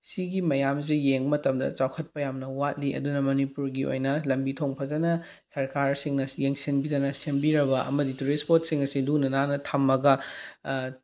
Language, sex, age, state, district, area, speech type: Manipuri, male, 18-30, Manipur, Bishnupur, rural, spontaneous